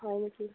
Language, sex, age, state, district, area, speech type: Assamese, female, 30-45, Assam, Nagaon, urban, conversation